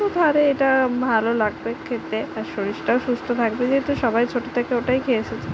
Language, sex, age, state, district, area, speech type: Bengali, female, 30-45, West Bengal, Purba Medinipur, rural, spontaneous